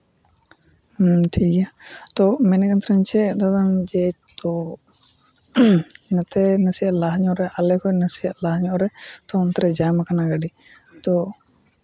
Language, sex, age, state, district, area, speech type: Santali, male, 18-30, West Bengal, Uttar Dinajpur, rural, spontaneous